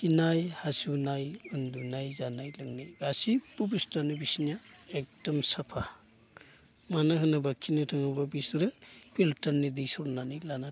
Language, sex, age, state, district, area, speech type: Bodo, male, 45-60, Assam, Baksa, urban, spontaneous